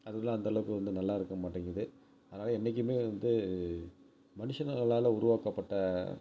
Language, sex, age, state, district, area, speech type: Tamil, male, 18-30, Tamil Nadu, Ariyalur, rural, spontaneous